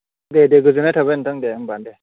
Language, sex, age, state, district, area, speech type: Bodo, male, 30-45, Assam, Chirang, rural, conversation